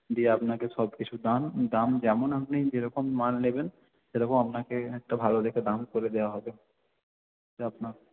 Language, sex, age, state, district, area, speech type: Bengali, male, 18-30, West Bengal, South 24 Parganas, rural, conversation